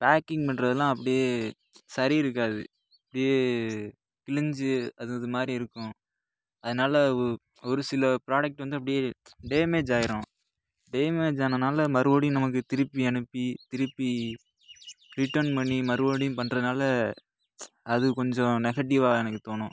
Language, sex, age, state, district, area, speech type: Tamil, male, 30-45, Tamil Nadu, Pudukkottai, rural, spontaneous